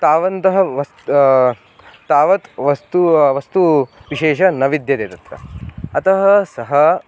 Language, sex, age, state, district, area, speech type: Sanskrit, male, 18-30, Maharashtra, Kolhapur, rural, spontaneous